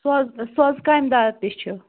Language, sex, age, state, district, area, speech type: Kashmiri, female, 30-45, Jammu and Kashmir, Anantnag, rural, conversation